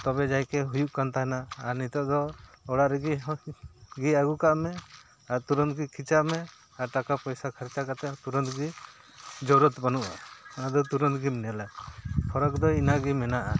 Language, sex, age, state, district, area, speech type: Santali, male, 45-60, Jharkhand, Bokaro, rural, spontaneous